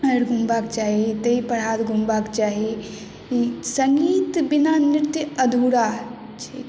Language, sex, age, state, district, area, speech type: Maithili, female, 18-30, Bihar, Madhubani, urban, spontaneous